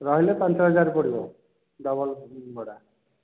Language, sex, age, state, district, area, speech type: Odia, male, 45-60, Odisha, Dhenkanal, rural, conversation